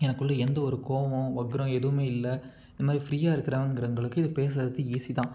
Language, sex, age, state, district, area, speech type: Tamil, male, 18-30, Tamil Nadu, Salem, rural, spontaneous